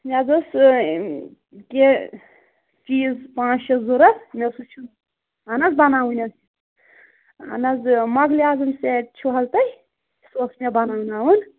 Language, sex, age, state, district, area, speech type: Kashmiri, female, 30-45, Jammu and Kashmir, Pulwama, urban, conversation